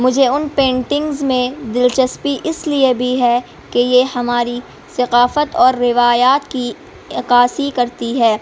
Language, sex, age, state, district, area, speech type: Urdu, female, 18-30, Bihar, Gaya, urban, spontaneous